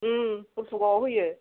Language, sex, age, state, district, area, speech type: Bodo, female, 45-60, Assam, Kokrajhar, rural, conversation